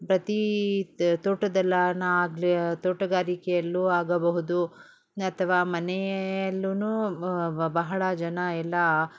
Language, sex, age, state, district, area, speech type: Kannada, female, 45-60, Karnataka, Bangalore Urban, rural, spontaneous